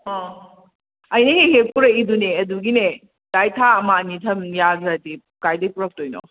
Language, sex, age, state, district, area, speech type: Manipuri, female, 18-30, Manipur, Kakching, rural, conversation